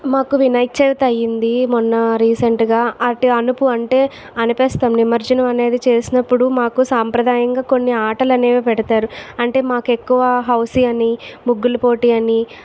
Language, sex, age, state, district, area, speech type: Telugu, female, 60+, Andhra Pradesh, Vizianagaram, rural, spontaneous